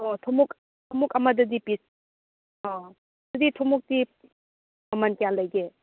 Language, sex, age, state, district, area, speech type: Manipuri, female, 30-45, Manipur, Churachandpur, rural, conversation